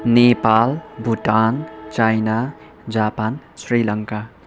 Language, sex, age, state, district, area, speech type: Nepali, male, 18-30, West Bengal, Kalimpong, rural, spontaneous